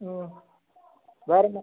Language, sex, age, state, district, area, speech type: Tamil, male, 30-45, Tamil Nadu, Cuddalore, rural, conversation